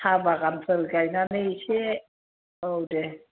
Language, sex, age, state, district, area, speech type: Bodo, female, 60+, Assam, Chirang, rural, conversation